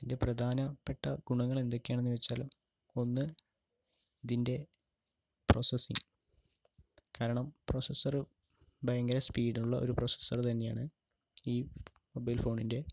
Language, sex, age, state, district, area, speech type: Malayalam, male, 30-45, Kerala, Palakkad, rural, spontaneous